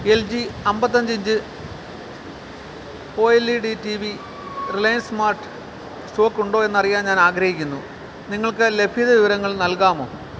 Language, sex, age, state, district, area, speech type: Malayalam, male, 45-60, Kerala, Alappuzha, rural, read